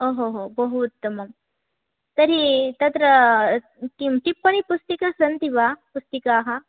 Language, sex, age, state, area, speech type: Sanskrit, female, 18-30, Assam, rural, conversation